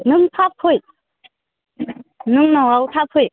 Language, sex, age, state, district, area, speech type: Bodo, female, 30-45, Assam, Udalguri, urban, conversation